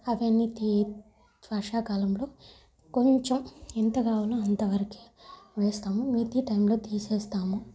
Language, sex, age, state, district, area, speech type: Telugu, female, 18-30, Andhra Pradesh, Sri Balaji, urban, spontaneous